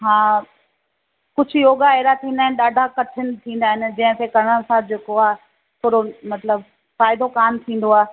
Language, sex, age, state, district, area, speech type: Sindhi, female, 30-45, Rajasthan, Ajmer, rural, conversation